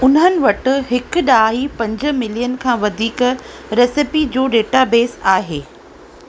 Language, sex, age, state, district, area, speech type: Sindhi, female, 45-60, Rajasthan, Ajmer, rural, read